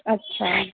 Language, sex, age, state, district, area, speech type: Dogri, female, 18-30, Jammu and Kashmir, Jammu, urban, conversation